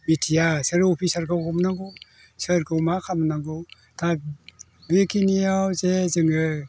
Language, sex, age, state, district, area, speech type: Bodo, male, 60+, Assam, Chirang, rural, spontaneous